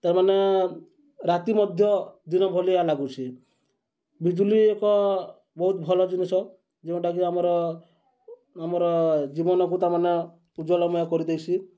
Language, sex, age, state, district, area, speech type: Odia, male, 30-45, Odisha, Bargarh, urban, spontaneous